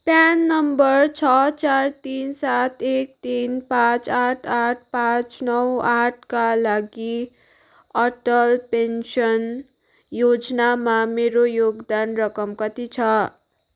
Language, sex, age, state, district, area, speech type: Nepali, female, 18-30, West Bengal, Darjeeling, rural, read